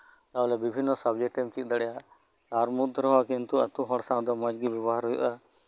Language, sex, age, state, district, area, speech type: Santali, male, 30-45, West Bengal, Birbhum, rural, spontaneous